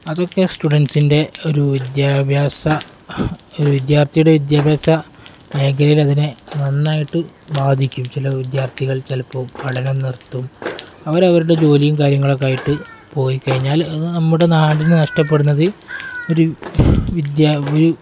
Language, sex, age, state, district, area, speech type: Malayalam, male, 18-30, Kerala, Kozhikode, rural, spontaneous